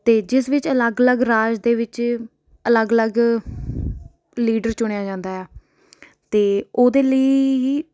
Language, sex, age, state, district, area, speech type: Punjabi, female, 18-30, Punjab, Ludhiana, urban, spontaneous